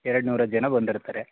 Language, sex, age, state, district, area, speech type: Kannada, male, 18-30, Karnataka, Koppal, rural, conversation